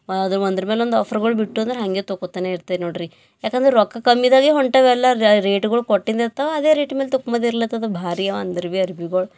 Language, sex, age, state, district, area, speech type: Kannada, female, 18-30, Karnataka, Bidar, urban, spontaneous